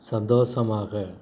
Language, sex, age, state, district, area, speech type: Tamil, male, 60+, Tamil Nadu, Salem, rural, read